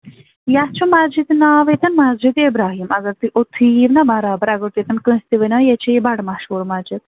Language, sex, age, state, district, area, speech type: Kashmiri, female, 30-45, Jammu and Kashmir, Srinagar, urban, conversation